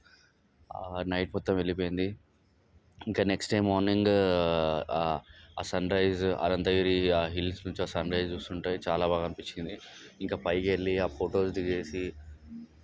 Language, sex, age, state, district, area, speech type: Telugu, male, 18-30, Telangana, Nalgonda, urban, spontaneous